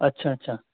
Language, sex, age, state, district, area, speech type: Urdu, male, 18-30, Uttar Pradesh, Saharanpur, urban, conversation